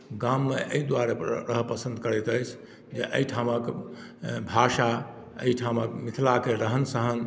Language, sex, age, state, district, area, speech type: Maithili, male, 60+, Bihar, Madhubani, rural, spontaneous